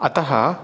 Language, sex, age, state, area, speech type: Sanskrit, male, 30-45, Rajasthan, urban, spontaneous